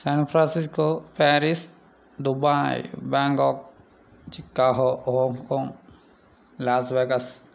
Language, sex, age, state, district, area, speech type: Malayalam, male, 30-45, Kerala, Palakkad, urban, spontaneous